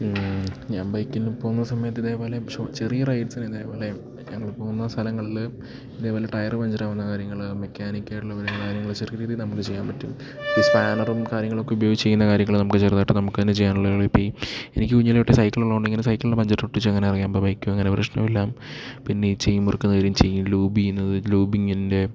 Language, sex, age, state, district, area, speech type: Malayalam, male, 18-30, Kerala, Idukki, rural, spontaneous